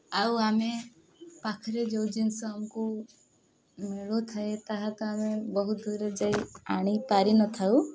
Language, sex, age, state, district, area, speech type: Odia, female, 18-30, Odisha, Nabarangpur, urban, spontaneous